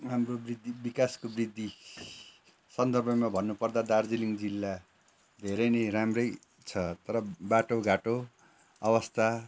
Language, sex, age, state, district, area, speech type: Nepali, male, 60+, West Bengal, Darjeeling, rural, spontaneous